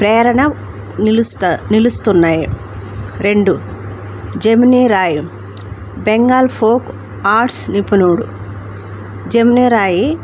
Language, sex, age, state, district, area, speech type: Telugu, female, 45-60, Andhra Pradesh, Alluri Sitarama Raju, rural, spontaneous